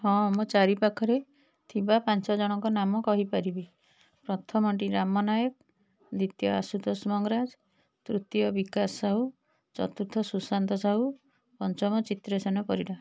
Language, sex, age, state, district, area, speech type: Odia, female, 45-60, Odisha, Puri, urban, spontaneous